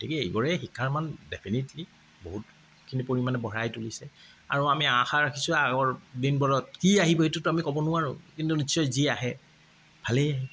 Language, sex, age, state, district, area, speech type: Assamese, male, 45-60, Assam, Kamrup Metropolitan, urban, spontaneous